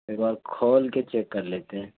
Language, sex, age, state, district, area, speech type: Urdu, male, 18-30, Bihar, Supaul, rural, conversation